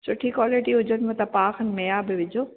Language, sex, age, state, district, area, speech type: Sindhi, female, 45-60, Maharashtra, Thane, urban, conversation